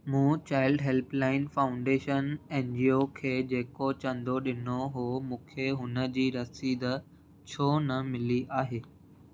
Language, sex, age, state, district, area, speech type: Sindhi, male, 18-30, Maharashtra, Mumbai City, urban, read